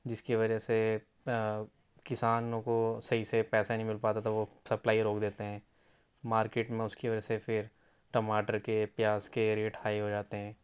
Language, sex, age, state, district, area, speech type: Urdu, male, 18-30, Delhi, South Delhi, urban, spontaneous